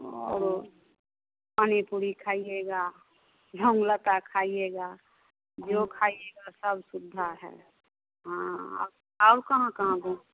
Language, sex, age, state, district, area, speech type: Hindi, female, 45-60, Bihar, Begusarai, rural, conversation